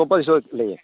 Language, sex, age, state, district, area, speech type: Manipuri, male, 30-45, Manipur, Ukhrul, rural, conversation